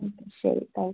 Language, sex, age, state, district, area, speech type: Malayalam, female, 18-30, Kerala, Thrissur, urban, conversation